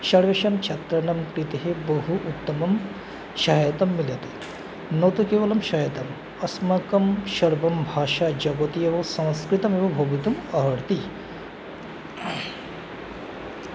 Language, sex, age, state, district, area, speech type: Sanskrit, male, 30-45, West Bengal, North 24 Parganas, urban, spontaneous